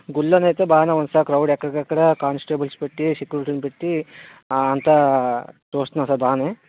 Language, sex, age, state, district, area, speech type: Telugu, male, 60+, Andhra Pradesh, Vizianagaram, rural, conversation